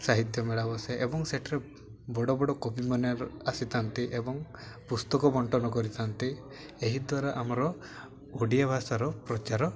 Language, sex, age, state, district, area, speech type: Odia, male, 18-30, Odisha, Mayurbhanj, rural, spontaneous